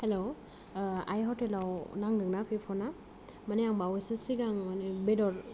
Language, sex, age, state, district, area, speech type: Bodo, female, 18-30, Assam, Kokrajhar, rural, spontaneous